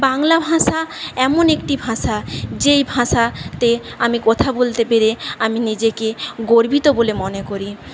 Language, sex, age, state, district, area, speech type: Bengali, female, 45-60, West Bengal, Paschim Medinipur, rural, spontaneous